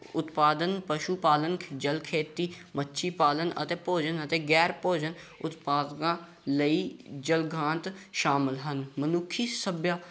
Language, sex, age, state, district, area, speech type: Punjabi, male, 18-30, Punjab, Gurdaspur, rural, spontaneous